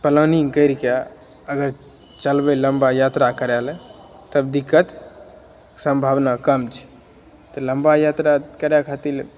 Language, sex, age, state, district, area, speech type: Maithili, male, 18-30, Bihar, Begusarai, rural, spontaneous